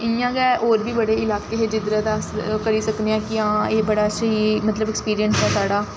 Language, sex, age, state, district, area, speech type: Dogri, female, 18-30, Jammu and Kashmir, Reasi, urban, spontaneous